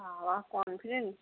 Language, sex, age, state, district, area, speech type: Bengali, female, 18-30, West Bengal, Purba Medinipur, rural, conversation